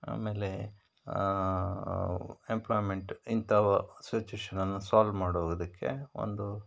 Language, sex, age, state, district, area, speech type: Kannada, male, 45-60, Karnataka, Shimoga, rural, spontaneous